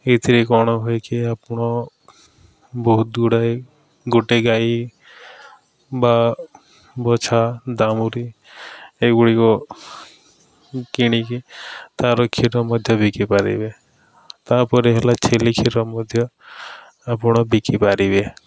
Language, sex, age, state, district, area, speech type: Odia, male, 30-45, Odisha, Bargarh, urban, spontaneous